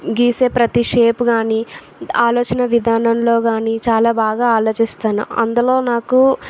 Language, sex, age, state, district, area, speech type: Telugu, female, 30-45, Andhra Pradesh, Vizianagaram, rural, spontaneous